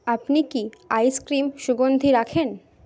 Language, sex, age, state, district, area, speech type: Bengali, female, 30-45, West Bengal, Jhargram, rural, read